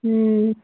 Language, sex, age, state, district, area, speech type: Maithili, female, 30-45, Bihar, Sitamarhi, urban, conversation